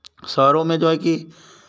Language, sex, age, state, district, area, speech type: Hindi, male, 45-60, Uttar Pradesh, Varanasi, rural, spontaneous